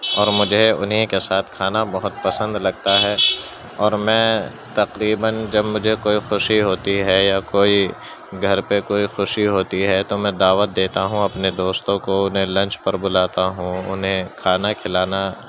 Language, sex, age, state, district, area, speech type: Urdu, male, 45-60, Uttar Pradesh, Gautam Buddha Nagar, rural, spontaneous